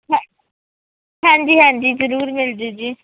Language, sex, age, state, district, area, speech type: Punjabi, female, 18-30, Punjab, Barnala, rural, conversation